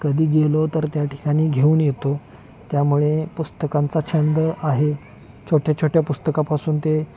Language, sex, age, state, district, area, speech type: Marathi, male, 30-45, Maharashtra, Kolhapur, urban, spontaneous